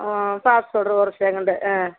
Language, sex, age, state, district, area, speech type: Tamil, female, 60+, Tamil Nadu, Madurai, rural, conversation